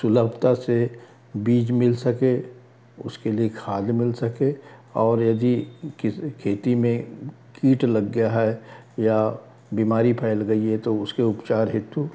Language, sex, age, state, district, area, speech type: Hindi, male, 60+, Madhya Pradesh, Balaghat, rural, spontaneous